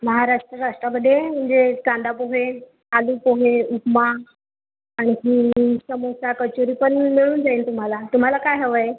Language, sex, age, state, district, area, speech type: Marathi, female, 30-45, Maharashtra, Buldhana, urban, conversation